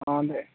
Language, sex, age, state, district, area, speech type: Dogri, male, 30-45, Jammu and Kashmir, Reasi, rural, conversation